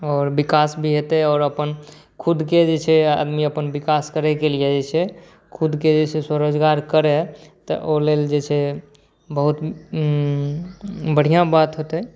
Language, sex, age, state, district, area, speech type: Maithili, male, 18-30, Bihar, Saharsa, urban, spontaneous